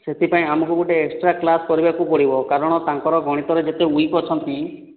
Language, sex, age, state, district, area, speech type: Odia, male, 18-30, Odisha, Boudh, rural, conversation